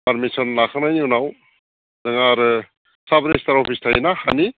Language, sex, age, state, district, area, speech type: Bodo, male, 45-60, Assam, Baksa, urban, conversation